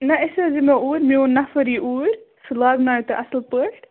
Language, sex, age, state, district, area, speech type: Kashmiri, female, 30-45, Jammu and Kashmir, Bandipora, rural, conversation